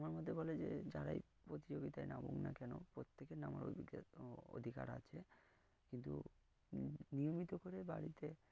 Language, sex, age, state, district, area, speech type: Bengali, male, 18-30, West Bengal, Birbhum, urban, spontaneous